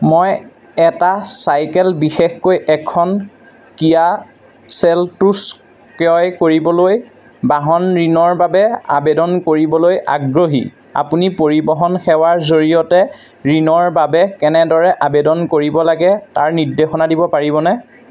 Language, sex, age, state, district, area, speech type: Assamese, male, 30-45, Assam, Majuli, urban, read